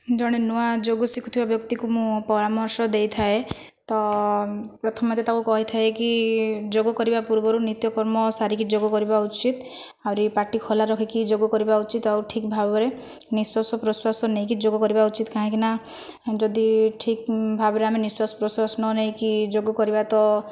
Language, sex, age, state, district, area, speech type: Odia, female, 30-45, Odisha, Kandhamal, rural, spontaneous